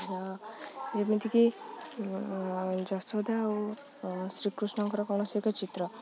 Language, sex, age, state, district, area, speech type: Odia, female, 18-30, Odisha, Jagatsinghpur, rural, spontaneous